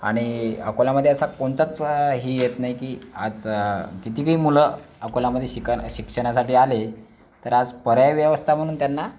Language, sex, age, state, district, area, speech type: Marathi, male, 30-45, Maharashtra, Akola, urban, spontaneous